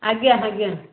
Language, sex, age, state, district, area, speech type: Odia, female, 45-60, Odisha, Gajapati, rural, conversation